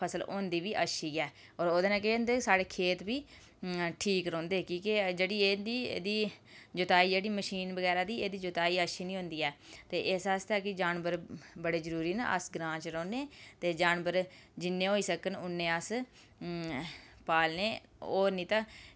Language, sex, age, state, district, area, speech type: Dogri, female, 30-45, Jammu and Kashmir, Udhampur, rural, spontaneous